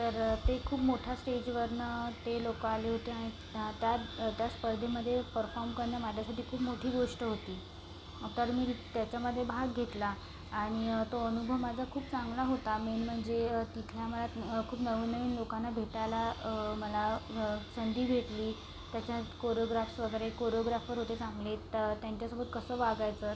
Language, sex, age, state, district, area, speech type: Marathi, female, 18-30, Maharashtra, Amravati, urban, spontaneous